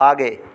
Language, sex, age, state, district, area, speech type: Hindi, male, 45-60, Madhya Pradesh, Hoshangabad, urban, read